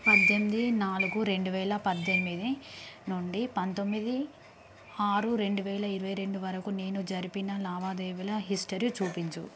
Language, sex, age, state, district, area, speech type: Telugu, female, 30-45, Andhra Pradesh, Visakhapatnam, urban, read